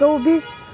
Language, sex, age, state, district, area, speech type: Nepali, female, 30-45, West Bengal, Darjeeling, rural, spontaneous